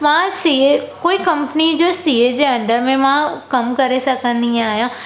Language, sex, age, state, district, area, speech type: Sindhi, female, 18-30, Gujarat, Surat, urban, spontaneous